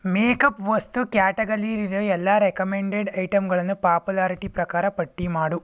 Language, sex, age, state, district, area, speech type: Kannada, male, 18-30, Karnataka, Tumkur, rural, read